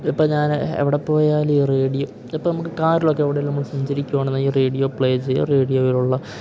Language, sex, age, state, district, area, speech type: Malayalam, male, 18-30, Kerala, Idukki, rural, spontaneous